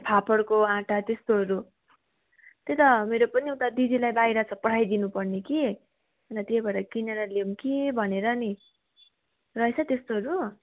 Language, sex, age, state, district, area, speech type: Nepali, female, 18-30, West Bengal, Kalimpong, rural, conversation